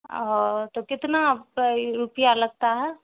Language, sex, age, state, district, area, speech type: Urdu, female, 18-30, Bihar, Saharsa, rural, conversation